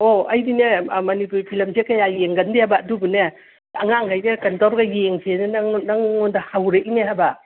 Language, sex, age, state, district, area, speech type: Manipuri, female, 60+, Manipur, Imphal East, rural, conversation